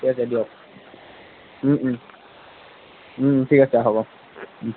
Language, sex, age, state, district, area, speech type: Assamese, male, 45-60, Assam, Darrang, rural, conversation